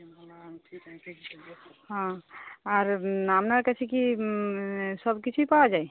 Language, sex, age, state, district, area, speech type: Bengali, female, 30-45, West Bengal, Uttar Dinajpur, urban, conversation